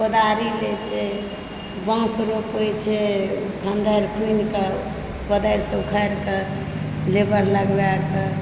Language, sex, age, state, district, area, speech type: Maithili, female, 45-60, Bihar, Supaul, rural, spontaneous